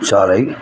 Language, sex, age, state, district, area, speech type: Tamil, male, 30-45, Tamil Nadu, Cuddalore, rural, spontaneous